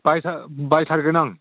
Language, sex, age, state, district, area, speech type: Bodo, male, 60+, Assam, Udalguri, rural, conversation